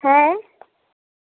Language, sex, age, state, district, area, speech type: Bengali, female, 18-30, West Bengal, Birbhum, urban, conversation